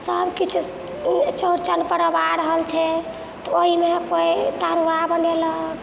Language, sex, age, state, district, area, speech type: Maithili, female, 60+, Bihar, Purnia, urban, spontaneous